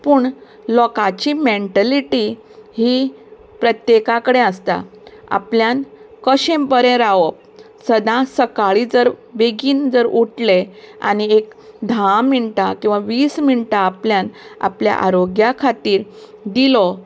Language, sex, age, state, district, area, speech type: Goan Konkani, female, 45-60, Goa, Canacona, rural, spontaneous